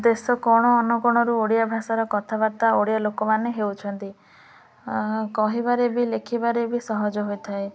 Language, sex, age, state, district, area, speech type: Odia, female, 18-30, Odisha, Ganjam, urban, spontaneous